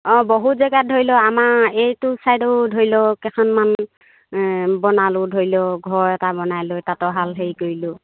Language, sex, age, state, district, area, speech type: Assamese, female, 60+, Assam, Dibrugarh, rural, conversation